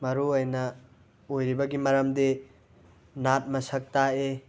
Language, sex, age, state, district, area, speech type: Manipuri, male, 30-45, Manipur, Imphal West, rural, spontaneous